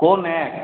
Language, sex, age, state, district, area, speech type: Bengali, male, 18-30, West Bengal, Purulia, urban, conversation